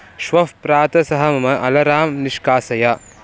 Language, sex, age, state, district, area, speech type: Sanskrit, male, 18-30, Karnataka, Mysore, urban, read